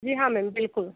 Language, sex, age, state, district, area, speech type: Hindi, other, 30-45, Uttar Pradesh, Sonbhadra, rural, conversation